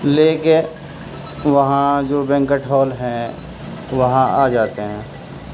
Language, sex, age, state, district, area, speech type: Urdu, male, 60+, Uttar Pradesh, Muzaffarnagar, urban, spontaneous